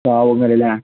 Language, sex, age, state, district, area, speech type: Malayalam, male, 18-30, Kerala, Malappuram, rural, conversation